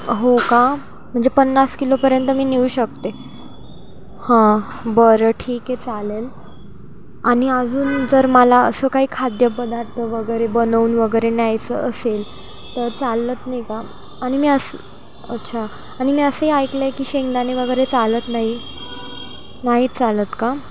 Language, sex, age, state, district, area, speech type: Marathi, female, 18-30, Maharashtra, Nashik, urban, spontaneous